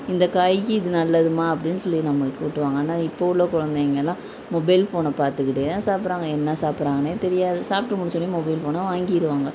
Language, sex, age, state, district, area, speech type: Tamil, female, 18-30, Tamil Nadu, Madurai, rural, spontaneous